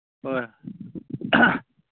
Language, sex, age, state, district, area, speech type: Manipuri, male, 30-45, Manipur, Churachandpur, rural, conversation